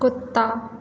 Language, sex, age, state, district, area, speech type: Hindi, female, 18-30, Madhya Pradesh, Hoshangabad, rural, read